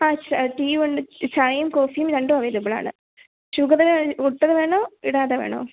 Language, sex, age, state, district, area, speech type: Malayalam, female, 18-30, Kerala, Alappuzha, rural, conversation